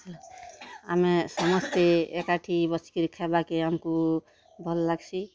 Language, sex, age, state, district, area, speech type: Odia, female, 45-60, Odisha, Kalahandi, rural, spontaneous